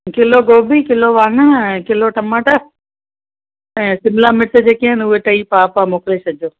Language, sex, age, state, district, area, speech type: Sindhi, female, 45-60, Gujarat, Kutch, rural, conversation